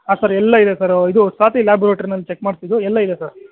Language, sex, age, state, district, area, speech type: Kannada, male, 18-30, Karnataka, Kolar, rural, conversation